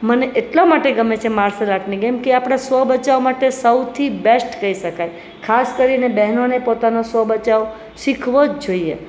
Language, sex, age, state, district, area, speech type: Gujarati, female, 30-45, Gujarat, Rajkot, urban, spontaneous